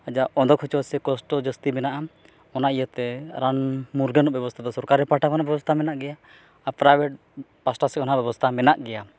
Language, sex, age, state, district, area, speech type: Santali, male, 30-45, Jharkhand, East Singhbhum, rural, spontaneous